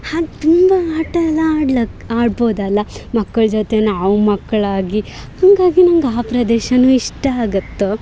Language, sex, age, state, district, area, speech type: Kannada, female, 18-30, Karnataka, Dakshina Kannada, urban, spontaneous